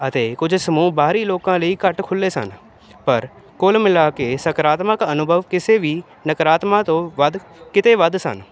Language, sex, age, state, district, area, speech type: Punjabi, male, 18-30, Punjab, Ludhiana, urban, spontaneous